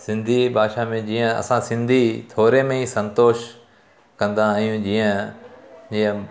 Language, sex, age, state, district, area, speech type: Sindhi, male, 30-45, Gujarat, Surat, urban, spontaneous